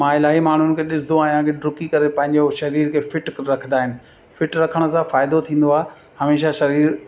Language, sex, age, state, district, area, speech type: Sindhi, male, 60+, Uttar Pradesh, Lucknow, urban, spontaneous